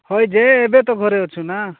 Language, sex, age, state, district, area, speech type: Odia, male, 45-60, Odisha, Nabarangpur, rural, conversation